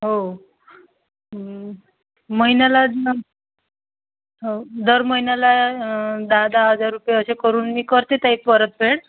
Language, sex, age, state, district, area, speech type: Marathi, female, 30-45, Maharashtra, Thane, urban, conversation